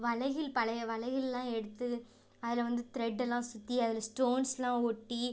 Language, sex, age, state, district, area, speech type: Tamil, female, 18-30, Tamil Nadu, Ariyalur, rural, spontaneous